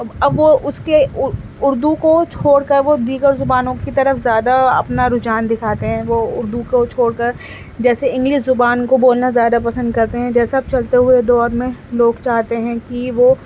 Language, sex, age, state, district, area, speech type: Urdu, female, 18-30, Delhi, Central Delhi, urban, spontaneous